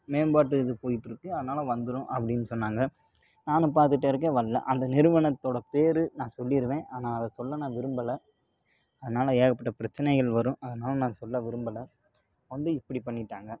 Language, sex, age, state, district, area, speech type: Tamil, male, 18-30, Tamil Nadu, Tiruppur, rural, spontaneous